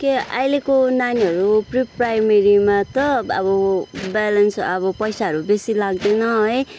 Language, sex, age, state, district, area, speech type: Nepali, female, 30-45, West Bengal, Kalimpong, rural, spontaneous